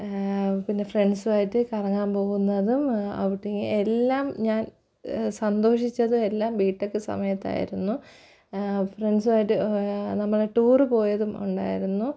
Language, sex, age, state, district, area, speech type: Malayalam, female, 30-45, Kerala, Thiruvananthapuram, rural, spontaneous